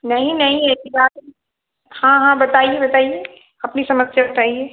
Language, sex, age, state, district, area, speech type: Hindi, female, 45-60, Uttar Pradesh, Ayodhya, rural, conversation